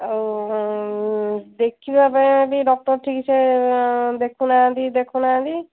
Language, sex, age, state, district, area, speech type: Odia, female, 45-60, Odisha, Angul, rural, conversation